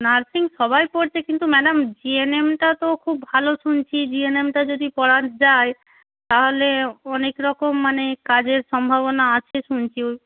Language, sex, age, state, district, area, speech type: Bengali, female, 45-60, West Bengal, North 24 Parganas, rural, conversation